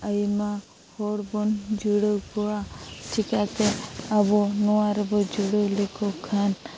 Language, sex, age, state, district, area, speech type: Santali, female, 18-30, Jharkhand, Seraikela Kharsawan, rural, spontaneous